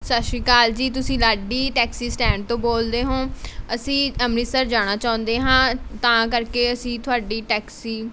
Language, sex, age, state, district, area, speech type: Punjabi, female, 18-30, Punjab, Mohali, rural, spontaneous